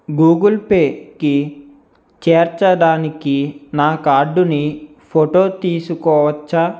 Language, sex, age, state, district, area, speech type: Telugu, male, 45-60, Andhra Pradesh, East Godavari, urban, read